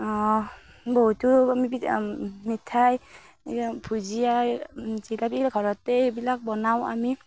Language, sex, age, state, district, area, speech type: Assamese, female, 30-45, Assam, Darrang, rural, spontaneous